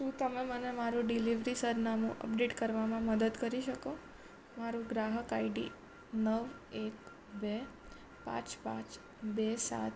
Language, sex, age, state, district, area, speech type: Gujarati, female, 18-30, Gujarat, Surat, urban, read